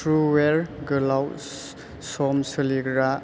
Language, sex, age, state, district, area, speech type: Bodo, male, 18-30, Assam, Chirang, urban, read